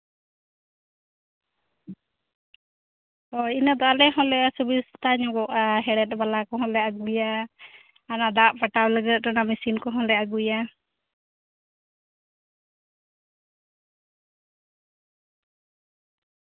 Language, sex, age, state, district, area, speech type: Santali, female, 30-45, Jharkhand, Seraikela Kharsawan, rural, conversation